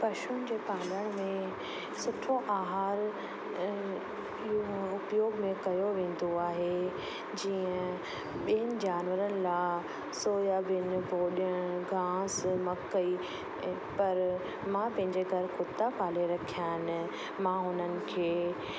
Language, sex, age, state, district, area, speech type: Sindhi, female, 30-45, Rajasthan, Ajmer, urban, spontaneous